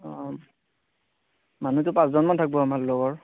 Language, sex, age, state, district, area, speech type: Assamese, male, 45-60, Assam, Darrang, rural, conversation